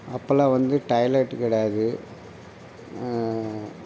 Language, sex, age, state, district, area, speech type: Tamil, male, 60+, Tamil Nadu, Mayiladuthurai, rural, spontaneous